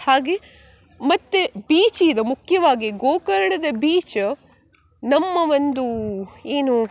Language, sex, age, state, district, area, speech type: Kannada, female, 18-30, Karnataka, Uttara Kannada, rural, spontaneous